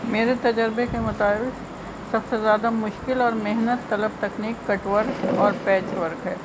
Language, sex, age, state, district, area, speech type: Urdu, female, 45-60, Uttar Pradesh, Rampur, urban, spontaneous